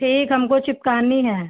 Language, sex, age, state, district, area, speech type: Hindi, female, 30-45, Uttar Pradesh, Lucknow, rural, conversation